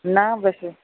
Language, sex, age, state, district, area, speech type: Sindhi, female, 45-60, Delhi, South Delhi, urban, conversation